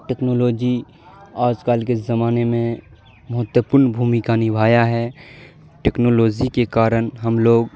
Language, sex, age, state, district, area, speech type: Urdu, male, 18-30, Bihar, Supaul, rural, spontaneous